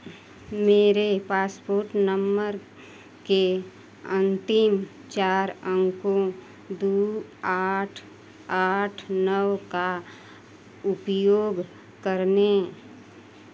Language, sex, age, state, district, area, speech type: Hindi, female, 30-45, Uttar Pradesh, Mau, rural, read